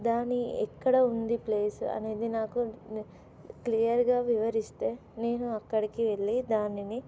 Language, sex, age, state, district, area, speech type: Telugu, female, 18-30, Telangana, Nizamabad, urban, spontaneous